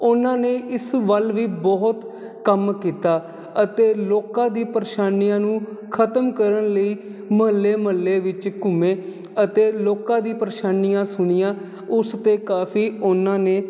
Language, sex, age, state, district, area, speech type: Punjabi, male, 30-45, Punjab, Jalandhar, urban, spontaneous